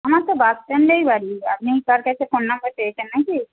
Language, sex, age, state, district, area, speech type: Bengali, female, 45-60, West Bengal, Jhargram, rural, conversation